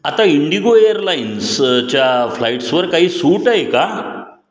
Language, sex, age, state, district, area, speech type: Marathi, male, 45-60, Maharashtra, Satara, urban, read